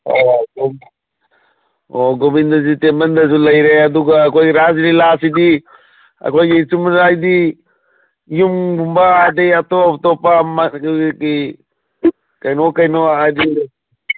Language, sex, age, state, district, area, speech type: Manipuri, male, 45-60, Manipur, Churachandpur, urban, conversation